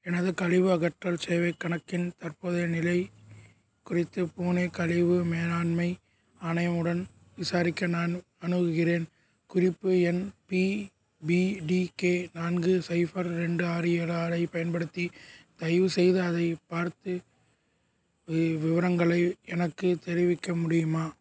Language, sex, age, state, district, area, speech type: Tamil, male, 18-30, Tamil Nadu, Perambalur, rural, read